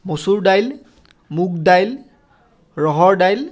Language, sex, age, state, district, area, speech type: Assamese, male, 30-45, Assam, Udalguri, rural, spontaneous